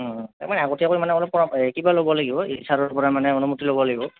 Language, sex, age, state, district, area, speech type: Assamese, male, 18-30, Assam, Goalpara, urban, conversation